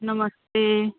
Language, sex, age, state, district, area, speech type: Hindi, female, 30-45, Uttar Pradesh, Prayagraj, rural, conversation